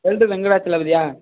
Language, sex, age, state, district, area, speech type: Tamil, male, 30-45, Tamil Nadu, Sivaganga, rural, conversation